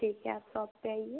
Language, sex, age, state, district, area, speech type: Hindi, female, 18-30, Uttar Pradesh, Sonbhadra, rural, conversation